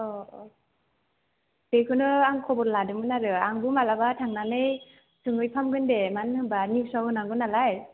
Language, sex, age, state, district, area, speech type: Bodo, female, 18-30, Assam, Chirang, urban, conversation